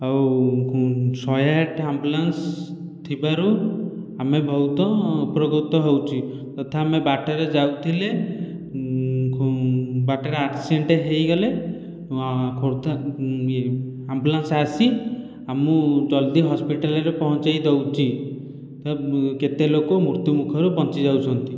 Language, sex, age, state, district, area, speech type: Odia, male, 18-30, Odisha, Khordha, rural, spontaneous